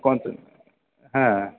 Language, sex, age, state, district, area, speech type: Bengali, male, 45-60, West Bengal, South 24 Parganas, urban, conversation